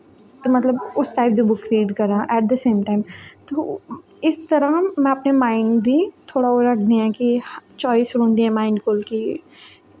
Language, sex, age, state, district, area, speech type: Dogri, female, 18-30, Jammu and Kashmir, Jammu, rural, spontaneous